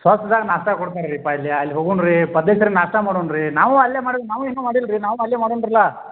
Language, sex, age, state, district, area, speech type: Kannada, male, 45-60, Karnataka, Belgaum, rural, conversation